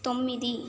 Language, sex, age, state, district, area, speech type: Telugu, female, 30-45, Andhra Pradesh, Konaseema, urban, read